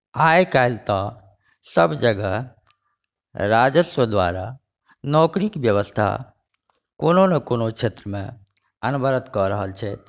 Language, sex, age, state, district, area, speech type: Maithili, male, 45-60, Bihar, Saharsa, rural, spontaneous